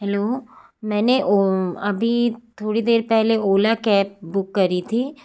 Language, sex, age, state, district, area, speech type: Hindi, female, 45-60, Madhya Pradesh, Jabalpur, urban, spontaneous